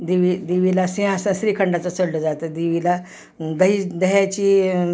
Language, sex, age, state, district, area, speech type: Marathi, female, 60+, Maharashtra, Osmanabad, rural, spontaneous